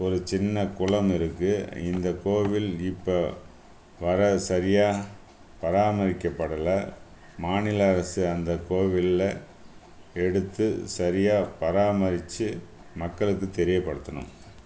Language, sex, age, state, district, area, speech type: Tamil, male, 60+, Tamil Nadu, Viluppuram, rural, spontaneous